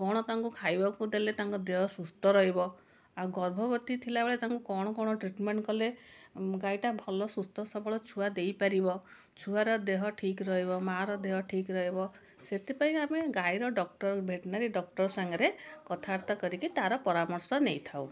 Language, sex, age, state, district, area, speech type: Odia, female, 45-60, Odisha, Cuttack, urban, spontaneous